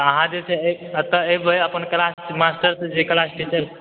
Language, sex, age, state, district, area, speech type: Maithili, male, 18-30, Bihar, Supaul, rural, conversation